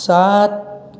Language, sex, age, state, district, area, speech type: Hindi, male, 45-60, Rajasthan, Karauli, rural, read